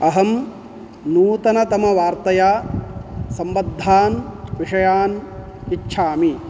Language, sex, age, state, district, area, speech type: Sanskrit, male, 45-60, Karnataka, Udupi, urban, read